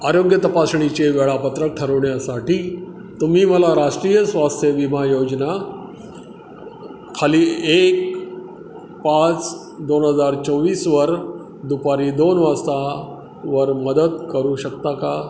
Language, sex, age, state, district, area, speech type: Marathi, male, 60+, Maharashtra, Palghar, rural, read